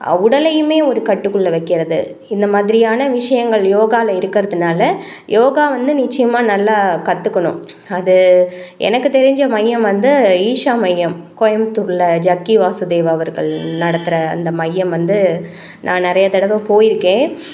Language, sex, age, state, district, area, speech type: Tamil, female, 45-60, Tamil Nadu, Thanjavur, rural, spontaneous